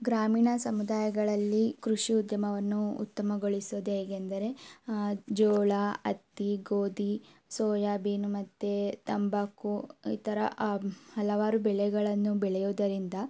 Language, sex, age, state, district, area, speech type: Kannada, female, 18-30, Karnataka, Tumkur, rural, spontaneous